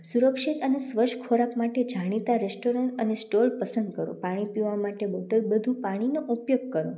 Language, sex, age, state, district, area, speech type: Gujarati, female, 18-30, Gujarat, Rajkot, rural, spontaneous